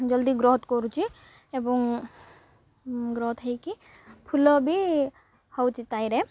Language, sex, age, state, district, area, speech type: Odia, female, 18-30, Odisha, Malkangiri, urban, spontaneous